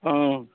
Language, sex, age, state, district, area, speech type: Maithili, male, 60+, Bihar, Muzaffarpur, urban, conversation